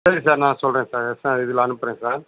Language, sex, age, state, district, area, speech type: Tamil, male, 45-60, Tamil Nadu, Theni, rural, conversation